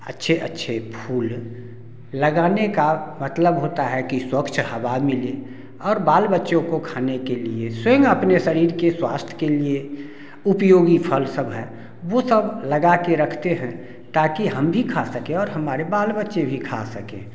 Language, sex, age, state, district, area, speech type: Hindi, male, 60+, Bihar, Samastipur, rural, spontaneous